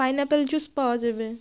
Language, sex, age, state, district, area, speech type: Bengali, female, 45-60, West Bengal, Jalpaiguri, rural, spontaneous